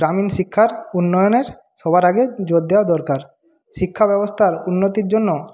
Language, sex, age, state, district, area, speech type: Bengali, male, 45-60, West Bengal, Jhargram, rural, spontaneous